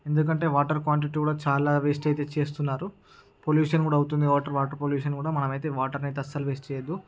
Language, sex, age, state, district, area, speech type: Telugu, male, 18-30, Andhra Pradesh, Srikakulam, urban, spontaneous